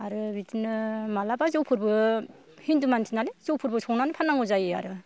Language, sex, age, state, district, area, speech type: Bodo, female, 60+, Assam, Kokrajhar, rural, spontaneous